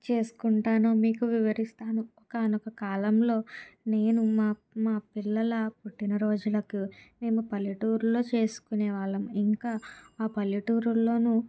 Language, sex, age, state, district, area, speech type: Telugu, female, 30-45, Andhra Pradesh, Kakinada, urban, spontaneous